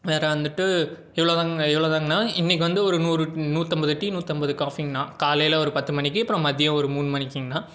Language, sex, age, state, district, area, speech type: Tamil, male, 18-30, Tamil Nadu, Salem, urban, spontaneous